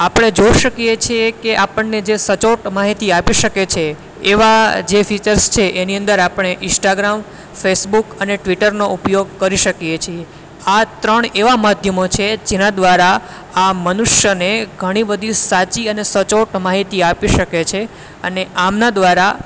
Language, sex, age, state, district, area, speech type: Gujarati, male, 18-30, Gujarat, Anand, urban, spontaneous